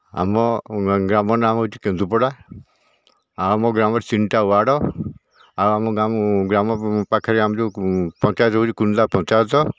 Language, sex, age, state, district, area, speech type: Odia, male, 60+, Odisha, Dhenkanal, rural, spontaneous